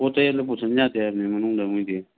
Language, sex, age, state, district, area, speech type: Manipuri, male, 45-60, Manipur, Imphal East, rural, conversation